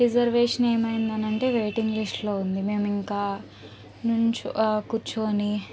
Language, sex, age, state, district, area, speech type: Telugu, female, 18-30, Andhra Pradesh, Guntur, urban, spontaneous